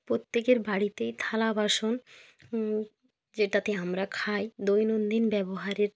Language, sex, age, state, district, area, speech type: Bengali, female, 18-30, West Bengal, North 24 Parganas, rural, spontaneous